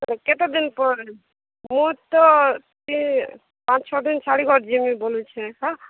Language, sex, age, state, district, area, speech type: Odia, female, 18-30, Odisha, Kalahandi, rural, conversation